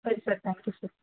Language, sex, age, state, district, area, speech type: Kannada, female, 18-30, Karnataka, Dharwad, rural, conversation